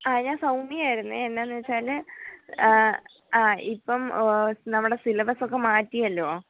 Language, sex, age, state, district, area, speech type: Malayalam, male, 45-60, Kerala, Pathanamthitta, rural, conversation